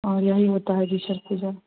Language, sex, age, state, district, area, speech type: Hindi, female, 30-45, Bihar, Samastipur, urban, conversation